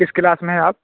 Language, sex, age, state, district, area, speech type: Urdu, male, 18-30, Delhi, South Delhi, urban, conversation